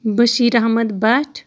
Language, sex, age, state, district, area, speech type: Kashmiri, female, 30-45, Jammu and Kashmir, Shopian, urban, spontaneous